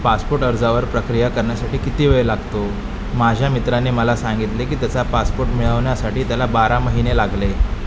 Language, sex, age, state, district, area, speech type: Marathi, male, 18-30, Maharashtra, Mumbai Suburban, urban, read